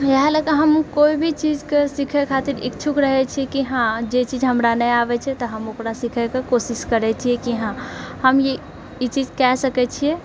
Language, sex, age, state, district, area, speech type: Maithili, female, 45-60, Bihar, Purnia, rural, spontaneous